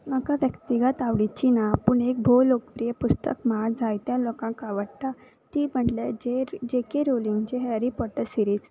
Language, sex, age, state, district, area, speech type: Goan Konkani, female, 18-30, Goa, Salcete, rural, spontaneous